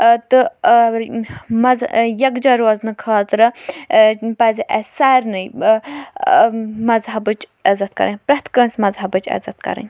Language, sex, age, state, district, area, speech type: Kashmiri, female, 18-30, Jammu and Kashmir, Kulgam, urban, spontaneous